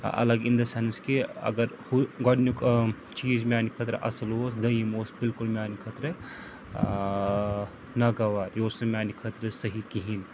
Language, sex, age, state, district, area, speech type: Kashmiri, male, 30-45, Jammu and Kashmir, Srinagar, urban, spontaneous